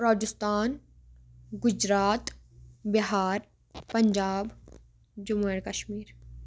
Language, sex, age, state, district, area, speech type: Kashmiri, female, 18-30, Jammu and Kashmir, Kupwara, rural, spontaneous